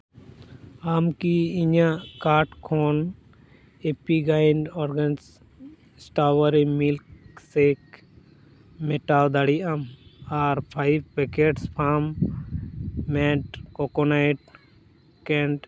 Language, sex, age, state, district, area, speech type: Santali, male, 18-30, West Bengal, Purba Bardhaman, rural, read